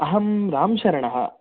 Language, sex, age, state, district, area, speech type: Sanskrit, male, 18-30, Karnataka, Dakshina Kannada, rural, conversation